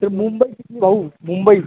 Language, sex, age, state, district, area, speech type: Marathi, male, 18-30, Maharashtra, Thane, urban, conversation